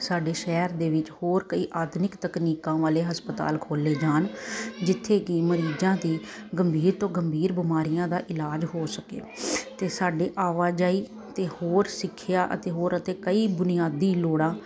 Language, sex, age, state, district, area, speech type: Punjabi, female, 30-45, Punjab, Kapurthala, urban, spontaneous